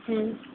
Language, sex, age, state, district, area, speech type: Odia, female, 18-30, Odisha, Sundergarh, urban, conversation